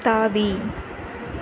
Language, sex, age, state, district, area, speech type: Tamil, female, 18-30, Tamil Nadu, Sivaganga, rural, read